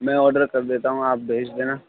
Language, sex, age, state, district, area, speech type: Urdu, male, 18-30, Uttar Pradesh, Gautam Buddha Nagar, rural, conversation